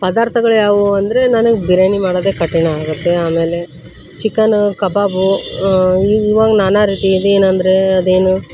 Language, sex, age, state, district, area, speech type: Kannada, female, 30-45, Karnataka, Koppal, rural, spontaneous